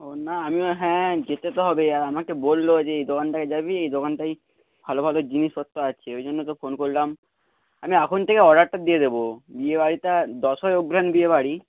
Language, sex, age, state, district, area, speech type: Bengali, male, 45-60, West Bengal, Nadia, rural, conversation